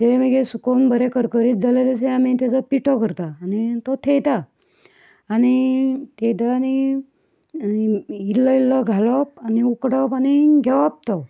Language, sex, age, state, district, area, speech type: Goan Konkani, female, 60+, Goa, Ponda, rural, spontaneous